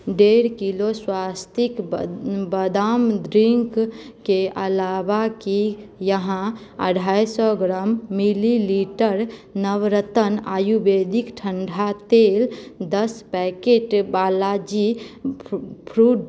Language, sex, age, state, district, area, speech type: Maithili, female, 18-30, Bihar, Madhubani, rural, read